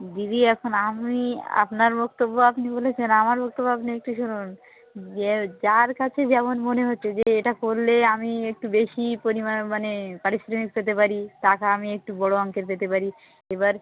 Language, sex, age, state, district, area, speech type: Bengali, female, 45-60, West Bengal, Dakshin Dinajpur, urban, conversation